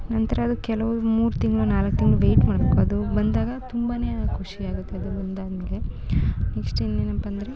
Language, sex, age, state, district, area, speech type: Kannada, female, 18-30, Karnataka, Mandya, rural, spontaneous